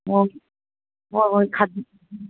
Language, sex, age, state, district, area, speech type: Manipuri, female, 60+, Manipur, Kangpokpi, urban, conversation